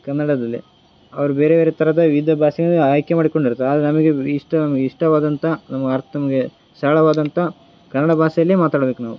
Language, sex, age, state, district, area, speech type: Kannada, male, 18-30, Karnataka, Koppal, rural, spontaneous